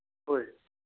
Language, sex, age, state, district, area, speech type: Manipuri, male, 60+, Manipur, Churachandpur, urban, conversation